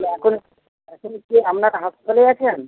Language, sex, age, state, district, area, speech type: Bengali, male, 30-45, West Bengal, Jhargram, rural, conversation